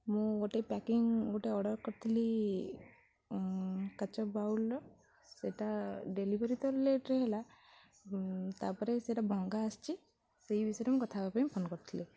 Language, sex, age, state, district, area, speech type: Odia, female, 18-30, Odisha, Jagatsinghpur, rural, spontaneous